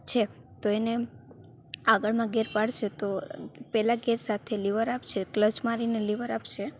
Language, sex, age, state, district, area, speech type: Gujarati, female, 18-30, Gujarat, Rajkot, rural, spontaneous